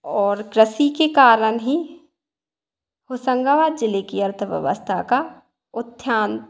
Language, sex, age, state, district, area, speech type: Hindi, female, 18-30, Madhya Pradesh, Hoshangabad, rural, spontaneous